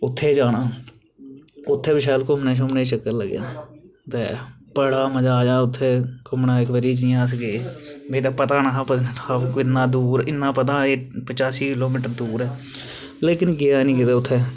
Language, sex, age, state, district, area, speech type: Dogri, male, 18-30, Jammu and Kashmir, Reasi, rural, spontaneous